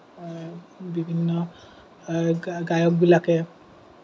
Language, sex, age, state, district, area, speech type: Assamese, male, 30-45, Assam, Kamrup Metropolitan, urban, spontaneous